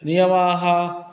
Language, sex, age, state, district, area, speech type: Sanskrit, male, 30-45, West Bengal, Dakshin Dinajpur, urban, spontaneous